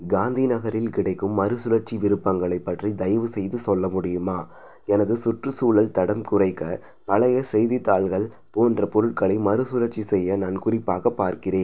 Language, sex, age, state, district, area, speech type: Tamil, male, 30-45, Tamil Nadu, Thanjavur, rural, read